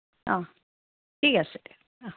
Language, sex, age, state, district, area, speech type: Assamese, female, 60+, Assam, Tinsukia, rural, conversation